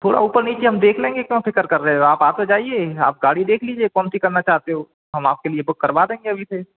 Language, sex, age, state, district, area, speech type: Hindi, male, 30-45, Madhya Pradesh, Gwalior, urban, conversation